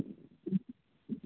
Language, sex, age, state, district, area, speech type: Maithili, male, 30-45, Bihar, Purnia, rural, conversation